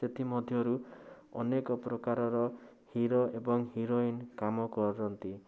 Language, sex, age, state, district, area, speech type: Odia, male, 30-45, Odisha, Bhadrak, rural, spontaneous